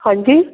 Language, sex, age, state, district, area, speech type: Hindi, female, 60+, Madhya Pradesh, Gwalior, rural, conversation